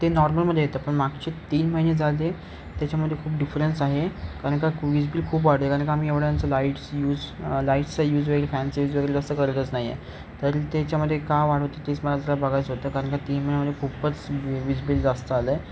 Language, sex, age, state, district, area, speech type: Marathi, male, 18-30, Maharashtra, Ratnagiri, urban, spontaneous